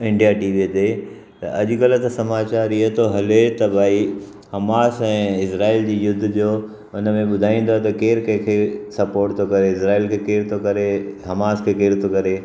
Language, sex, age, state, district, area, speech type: Sindhi, male, 60+, Maharashtra, Mumbai Suburban, urban, spontaneous